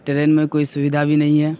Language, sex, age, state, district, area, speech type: Urdu, male, 18-30, Uttar Pradesh, Saharanpur, urban, spontaneous